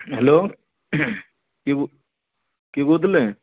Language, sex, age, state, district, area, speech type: Odia, male, 45-60, Odisha, Nayagarh, rural, conversation